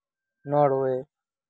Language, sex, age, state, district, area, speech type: Santali, male, 18-30, West Bengal, Birbhum, rural, spontaneous